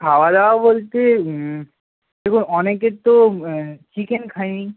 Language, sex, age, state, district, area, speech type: Bengali, male, 18-30, West Bengal, Purba Medinipur, rural, conversation